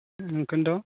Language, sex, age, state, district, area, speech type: Bodo, male, 45-60, Assam, Baksa, urban, conversation